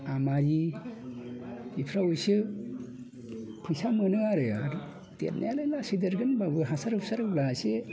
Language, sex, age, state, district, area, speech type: Bodo, male, 45-60, Assam, Udalguri, rural, spontaneous